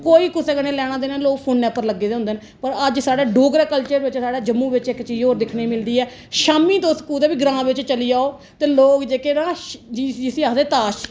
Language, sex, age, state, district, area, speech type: Dogri, female, 30-45, Jammu and Kashmir, Reasi, urban, spontaneous